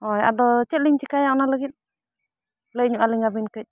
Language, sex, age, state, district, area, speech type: Santali, female, 45-60, Jharkhand, Bokaro, rural, spontaneous